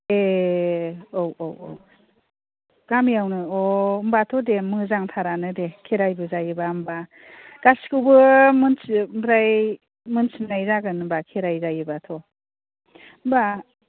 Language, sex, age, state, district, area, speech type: Bodo, female, 30-45, Assam, Kokrajhar, rural, conversation